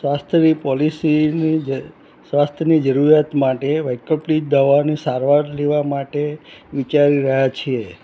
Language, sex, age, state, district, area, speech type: Gujarati, male, 60+, Gujarat, Anand, urban, spontaneous